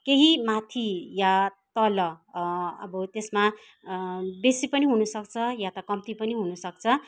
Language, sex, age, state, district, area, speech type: Nepali, female, 45-60, West Bengal, Kalimpong, rural, spontaneous